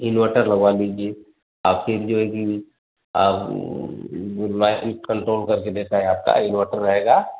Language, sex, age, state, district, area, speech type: Hindi, male, 30-45, Uttar Pradesh, Azamgarh, rural, conversation